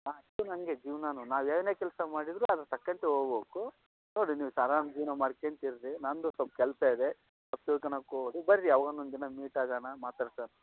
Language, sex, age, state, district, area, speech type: Kannada, male, 30-45, Karnataka, Raichur, rural, conversation